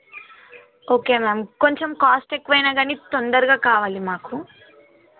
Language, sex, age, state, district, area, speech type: Telugu, female, 18-30, Telangana, Yadadri Bhuvanagiri, urban, conversation